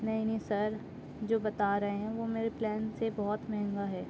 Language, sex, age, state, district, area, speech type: Urdu, female, 18-30, Delhi, North East Delhi, urban, spontaneous